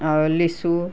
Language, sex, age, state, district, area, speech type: Assamese, female, 60+, Assam, Nagaon, rural, spontaneous